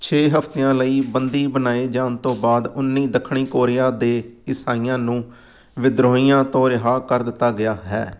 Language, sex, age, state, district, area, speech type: Punjabi, male, 45-60, Punjab, Amritsar, urban, read